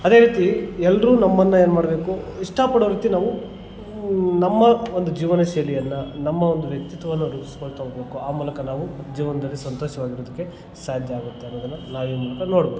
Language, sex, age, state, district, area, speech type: Kannada, male, 30-45, Karnataka, Kolar, rural, spontaneous